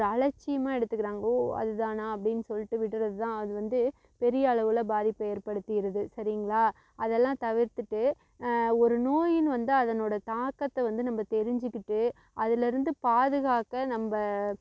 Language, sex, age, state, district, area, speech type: Tamil, female, 30-45, Tamil Nadu, Namakkal, rural, spontaneous